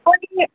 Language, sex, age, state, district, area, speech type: Telugu, female, 18-30, Andhra Pradesh, Bapatla, urban, conversation